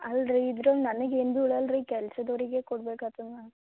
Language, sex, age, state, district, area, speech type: Kannada, female, 18-30, Karnataka, Gulbarga, urban, conversation